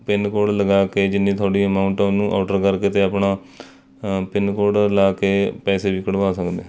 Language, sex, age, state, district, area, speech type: Punjabi, male, 30-45, Punjab, Mohali, rural, spontaneous